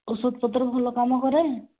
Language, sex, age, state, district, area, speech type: Odia, female, 18-30, Odisha, Nabarangpur, urban, conversation